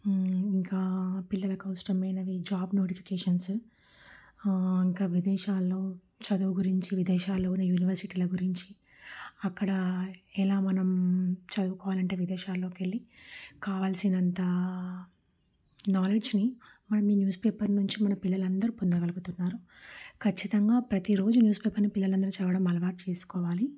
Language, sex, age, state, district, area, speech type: Telugu, female, 30-45, Telangana, Warangal, urban, spontaneous